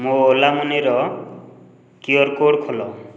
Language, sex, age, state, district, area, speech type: Odia, male, 30-45, Odisha, Puri, urban, read